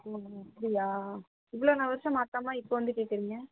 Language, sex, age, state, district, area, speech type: Tamil, female, 30-45, Tamil Nadu, Mayiladuthurai, rural, conversation